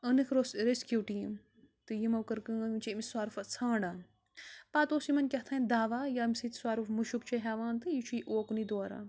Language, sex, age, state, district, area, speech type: Kashmiri, female, 18-30, Jammu and Kashmir, Bandipora, rural, spontaneous